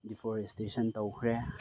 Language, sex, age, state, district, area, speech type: Manipuri, male, 30-45, Manipur, Chandel, rural, spontaneous